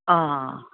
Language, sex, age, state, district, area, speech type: Dogri, female, 45-60, Jammu and Kashmir, Jammu, urban, conversation